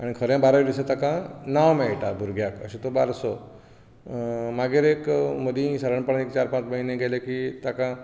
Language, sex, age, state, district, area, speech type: Goan Konkani, male, 45-60, Goa, Bardez, rural, spontaneous